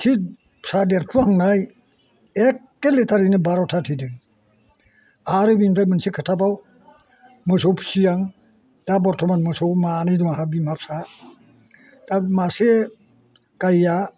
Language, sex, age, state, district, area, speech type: Bodo, male, 60+, Assam, Chirang, rural, spontaneous